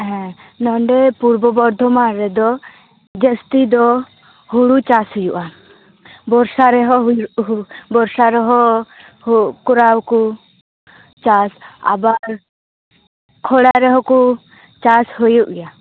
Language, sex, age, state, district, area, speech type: Santali, female, 18-30, West Bengal, Purba Bardhaman, rural, conversation